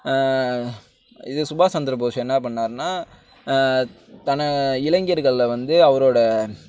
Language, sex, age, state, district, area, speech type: Tamil, male, 60+, Tamil Nadu, Mayiladuthurai, rural, spontaneous